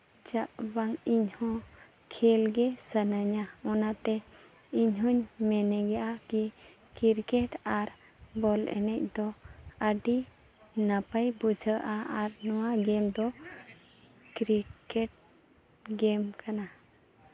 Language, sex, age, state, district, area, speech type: Santali, female, 30-45, Jharkhand, Seraikela Kharsawan, rural, spontaneous